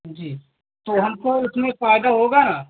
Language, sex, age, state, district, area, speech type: Hindi, male, 18-30, Uttar Pradesh, Jaunpur, rural, conversation